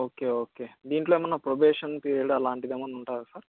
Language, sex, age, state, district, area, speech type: Telugu, male, 30-45, Andhra Pradesh, Anantapur, urban, conversation